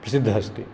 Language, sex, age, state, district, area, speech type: Sanskrit, male, 60+, Karnataka, Dharwad, rural, spontaneous